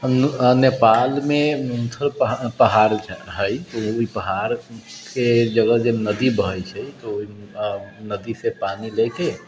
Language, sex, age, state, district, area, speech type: Maithili, male, 30-45, Bihar, Sitamarhi, urban, spontaneous